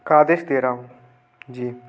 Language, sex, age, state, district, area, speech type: Hindi, male, 18-30, Madhya Pradesh, Gwalior, urban, spontaneous